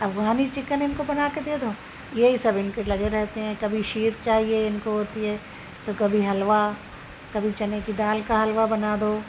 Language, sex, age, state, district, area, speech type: Urdu, female, 45-60, Uttar Pradesh, Shahjahanpur, urban, spontaneous